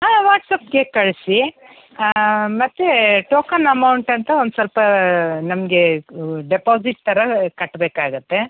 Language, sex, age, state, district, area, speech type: Kannada, female, 45-60, Karnataka, Tumkur, rural, conversation